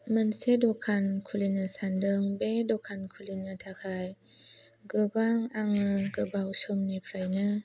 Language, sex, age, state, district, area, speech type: Bodo, female, 18-30, Assam, Kokrajhar, rural, spontaneous